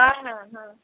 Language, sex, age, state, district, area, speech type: Odia, female, 60+, Odisha, Gajapati, rural, conversation